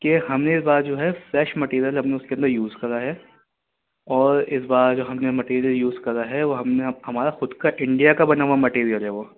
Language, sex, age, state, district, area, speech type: Urdu, male, 18-30, Delhi, Central Delhi, urban, conversation